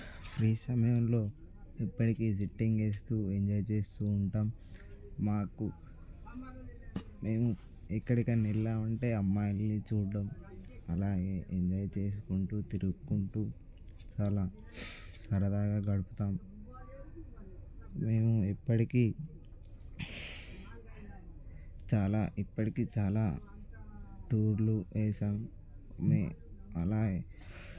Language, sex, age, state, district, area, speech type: Telugu, male, 18-30, Telangana, Nirmal, rural, spontaneous